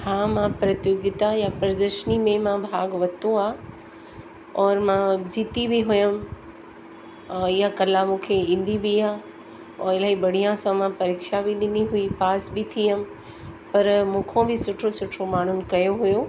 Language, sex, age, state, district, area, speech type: Sindhi, female, 60+, Uttar Pradesh, Lucknow, urban, spontaneous